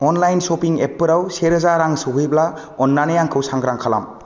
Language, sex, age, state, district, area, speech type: Bodo, male, 18-30, Assam, Kokrajhar, rural, read